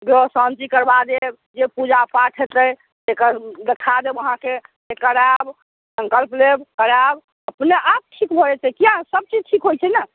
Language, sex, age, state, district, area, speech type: Maithili, female, 60+, Bihar, Sitamarhi, urban, conversation